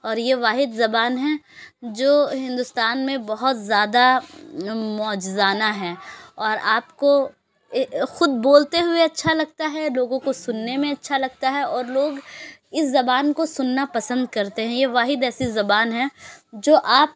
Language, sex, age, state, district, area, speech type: Urdu, female, 18-30, Uttar Pradesh, Lucknow, urban, spontaneous